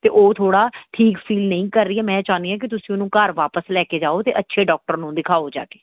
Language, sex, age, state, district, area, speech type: Punjabi, female, 30-45, Punjab, Pathankot, urban, conversation